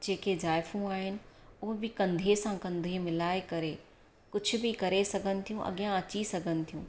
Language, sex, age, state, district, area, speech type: Sindhi, female, 45-60, Gujarat, Surat, urban, spontaneous